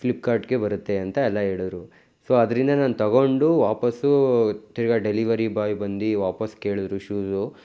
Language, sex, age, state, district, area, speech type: Kannada, male, 18-30, Karnataka, Mysore, rural, spontaneous